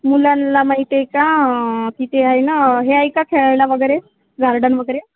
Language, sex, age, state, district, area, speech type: Marathi, female, 30-45, Maharashtra, Yavatmal, rural, conversation